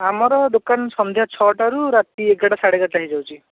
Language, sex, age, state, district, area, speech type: Odia, male, 30-45, Odisha, Bhadrak, rural, conversation